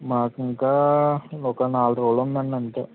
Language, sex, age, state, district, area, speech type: Telugu, male, 30-45, Andhra Pradesh, Eluru, rural, conversation